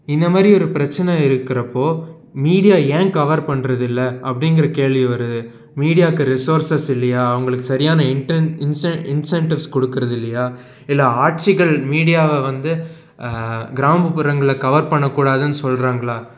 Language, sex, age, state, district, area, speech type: Tamil, male, 18-30, Tamil Nadu, Salem, urban, spontaneous